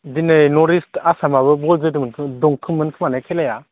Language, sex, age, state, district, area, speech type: Bodo, male, 18-30, Assam, Baksa, rural, conversation